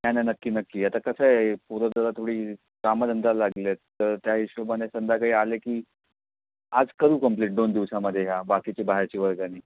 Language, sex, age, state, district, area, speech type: Marathi, male, 30-45, Maharashtra, Raigad, rural, conversation